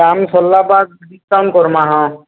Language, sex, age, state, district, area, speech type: Odia, male, 45-60, Odisha, Nuapada, urban, conversation